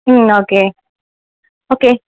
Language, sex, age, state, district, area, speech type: Tamil, female, 18-30, Tamil Nadu, Tenkasi, rural, conversation